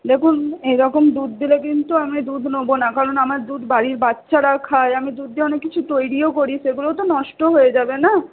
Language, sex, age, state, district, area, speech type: Bengali, female, 18-30, West Bengal, Purba Bardhaman, urban, conversation